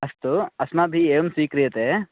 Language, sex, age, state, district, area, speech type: Sanskrit, male, 18-30, Karnataka, Chikkamagaluru, rural, conversation